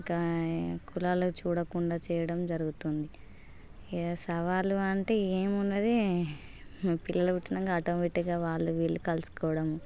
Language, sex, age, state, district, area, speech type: Telugu, female, 30-45, Telangana, Hanamkonda, rural, spontaneous